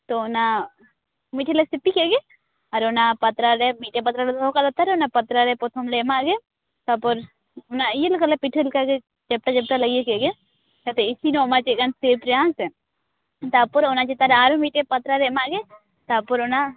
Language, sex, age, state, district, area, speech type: Santali, female, 18-30, West Bengal, Purba Bardhaman, rural, conversation